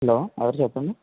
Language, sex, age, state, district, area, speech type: Telugu, male, 30-45, Andhra Pradesh, Kakinada, urban, conversation